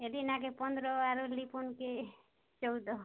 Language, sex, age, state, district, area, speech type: Odia, female, 30-45, Odisha, Kalahandi, rural, conversation